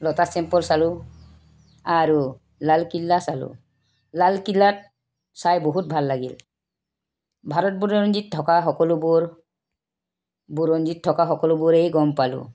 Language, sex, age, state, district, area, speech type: Assamese, female, 45-60, Assam, Tinsukia, urban, spontaneous